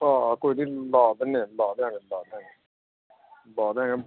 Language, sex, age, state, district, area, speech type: Punjabi, male, 45-60, Punjab, Amritsar, urban, conversation